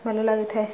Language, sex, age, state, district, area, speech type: Odia, female, 18-30, Odisha, Subarnapur, urban, spontaneous